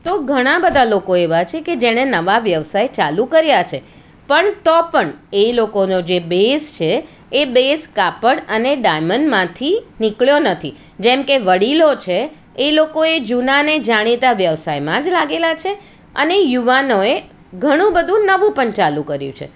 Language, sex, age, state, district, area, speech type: Gujarati, female, 45-60, Gujarat, Surat, urban, spontaneous